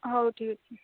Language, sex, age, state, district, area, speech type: Odia, female, 18-30, Odisha, Malkangiri, urban, conversation